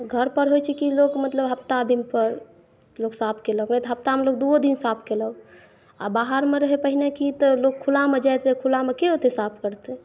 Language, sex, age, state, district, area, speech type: Maithili, female, 30-45, Bihar, Saharsa, rural, spontaneous